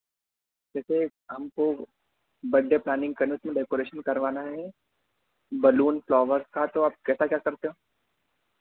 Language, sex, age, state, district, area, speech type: Hindi, male, 30-45, Madhya Pradesh, Harda, urban, conversation